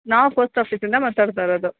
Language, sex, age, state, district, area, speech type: Kannada, female, 30-45, Karnataka, Kolar, urban, conversation